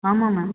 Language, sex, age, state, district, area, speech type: Tamil, male, 18-30, Tamil Nadu, Tiruvannamalai, urban, conversation